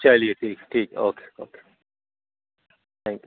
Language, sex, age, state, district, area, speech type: Urdu, male, 45-60, Uttar Pradesh, Rampur, urban, conversation